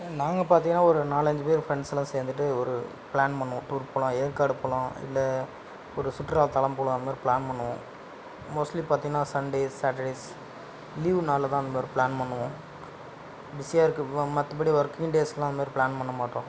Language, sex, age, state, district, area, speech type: Tamil, male, 45-60, Tamil Nadu, Dharmapuri, rural, spontaneous